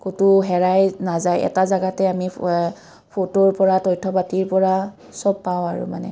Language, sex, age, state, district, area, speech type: Assamese, female, 30-45, Assam, Kamrup Metropolitan, urban, spontaneous